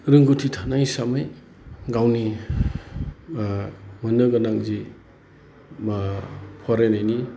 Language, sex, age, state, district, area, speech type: Bodo, male, 45-60, Assam, Chirang, urban, spontaneous